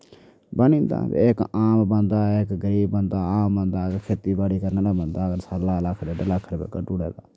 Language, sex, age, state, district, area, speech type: Dogri, male, 30-45, Jammu and Kashmir, Udhampur, urban, spontaneous